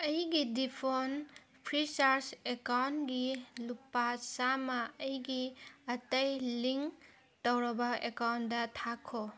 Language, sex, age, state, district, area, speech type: Manipuri, female, 30-45, Manipur, Senapati, rural, read